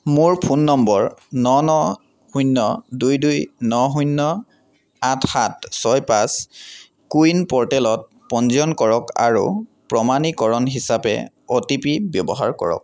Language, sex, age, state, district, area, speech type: Assamese, male, 18-30, Assam, Kamrup Metropolitan, urban, read